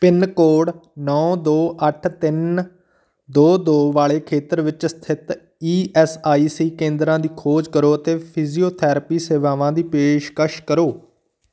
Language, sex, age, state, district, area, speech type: Punjabi, male, 30-45, Punjab, Patiala, rural, read